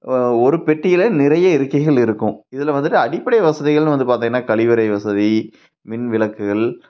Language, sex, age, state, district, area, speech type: Tamil, male, 30-45, Tamil Nadu, Tiruppur, rural, spontaneous